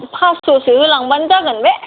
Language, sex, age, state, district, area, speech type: Bodo, female, 18-30, Assam, Kokrajhar, rural, conversation